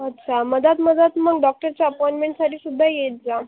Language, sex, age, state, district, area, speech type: Marathi, female, 30-45, Maharashtra, Akola, rural, conversation